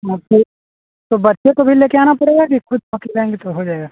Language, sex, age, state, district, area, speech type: Hindi, male, 18-30, Uttar Pradesh, Azamgarh, rural, conversation